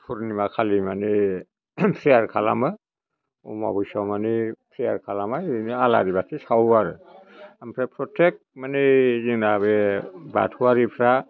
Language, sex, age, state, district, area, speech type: Bodo, male, 60+, Assam, Chirang, rural, spontaneous